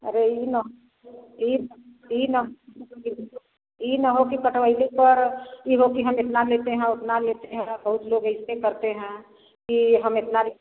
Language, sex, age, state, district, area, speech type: Hindi, female, 60+, Uttar Pradesh, Varanasi, rural, conversation